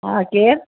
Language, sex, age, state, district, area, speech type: Sindhi, female, 45-60, Gujarat, Surat, urban, conversation